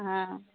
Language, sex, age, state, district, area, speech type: Kannada, female, 60+, Karnataka, Belgaum, rural, conversation